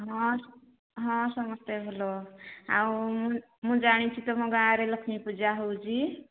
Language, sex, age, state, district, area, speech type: Odia, female, 45-60, Odisha, Angul, rural, conversation